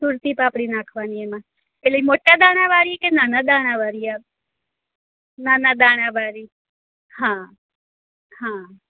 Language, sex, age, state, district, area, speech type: Gujarati, female, 30-45, Gujarat, Kheda, rural, conversation